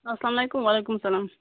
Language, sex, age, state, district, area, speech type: Kashmiri, female, 18-30, Jammu and Kashmir, Budgam, rural, conversation